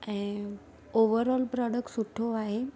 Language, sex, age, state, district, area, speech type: Sindhi, female, 18-30, Gujarat, Surat, urban, spontaneous